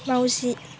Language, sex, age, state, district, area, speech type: Bodo, female, 18-30, Assam, Baksa, rural, read